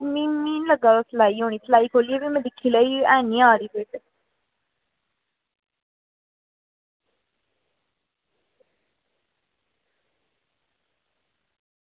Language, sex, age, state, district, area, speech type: Dogri, female, 60+, Jammu and Kashmir, Reasi, rural, conversation